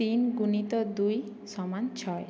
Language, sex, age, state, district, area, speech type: Bengali, female, 18-30, West Bengal, Purulia, urban, read